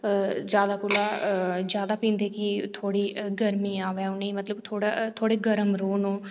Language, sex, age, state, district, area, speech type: Dogri, female, 18-30, Jammu and Kashmir, Reasi, rural, spontaneous